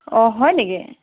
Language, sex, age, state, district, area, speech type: Assamese, female, 45-60, Assam, Golaghat, urban, conversation